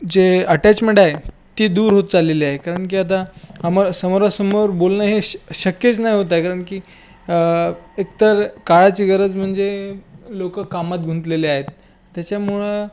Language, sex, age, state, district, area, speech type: Marathi, male, 18-30, Maharashtra, Washim, urban, spontaneous